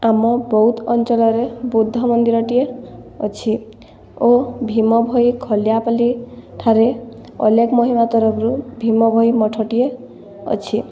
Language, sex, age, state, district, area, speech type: Odia, female, 18-30, Odisha, Boudh, rural, spontaneous